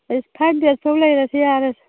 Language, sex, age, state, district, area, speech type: Manipuri, female, 45-60, Manipur, Churachandpur, urban, conversation